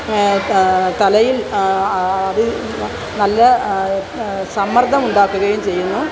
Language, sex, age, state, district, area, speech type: Malayalam, female, 45-60, Kerala, Kollam, rural, spontaneous